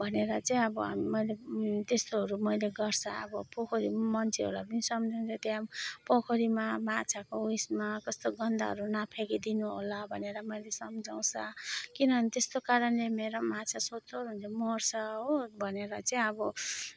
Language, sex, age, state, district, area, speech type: Nepali, female, 30-45, West Bengal, Alipurduar, urban, spontaneous